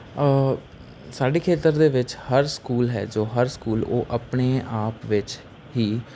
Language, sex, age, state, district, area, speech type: Punjabi, male, 18-30, Punjab, Mansa, rural, spontaneous